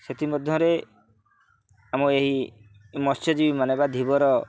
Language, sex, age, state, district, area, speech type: Odia, male, 30-45, Odisha, Kendrapara, urban, spontaneous